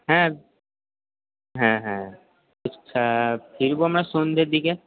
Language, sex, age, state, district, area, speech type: Bengali, male, 18-30, West Bengal, Purba Bardhaman, urban, conversation